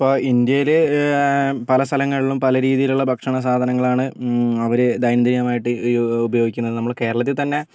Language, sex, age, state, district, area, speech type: Malayalam, male, 45-60, Kerala, Kozhikode, urban, spontaneous